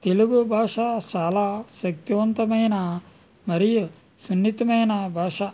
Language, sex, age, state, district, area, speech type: Telugu, male, 60+, Andhra Pradesh, West Godavari, rural, spontaneous